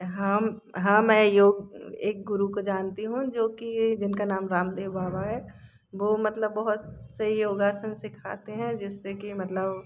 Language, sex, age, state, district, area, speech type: Hindi, female, 30-45, Madhya Pradesh, Jabalpur, urban, spontaneous